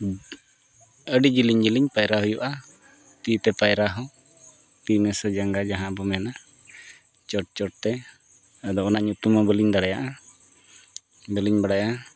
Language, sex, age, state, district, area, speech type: Santali, male, 45-60, Odisha, Mayurbhanj, rural, spontaneous